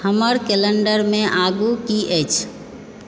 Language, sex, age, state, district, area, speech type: Maithili, female, 45-60, Bihar, Supaul, rural, read